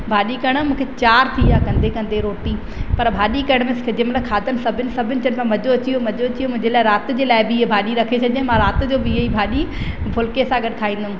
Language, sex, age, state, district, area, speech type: Sindhi, female, 30-45, Madhya Pradesh, Katni, rural, spontaneous